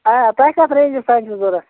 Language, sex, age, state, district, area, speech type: Kashmiri, male, 30-45, Jammu and Kashmir, Bandipora, rural, conversation